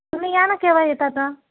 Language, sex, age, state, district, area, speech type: Marathi, female, 45-60, Maharashtra, Wardha, rural, conversation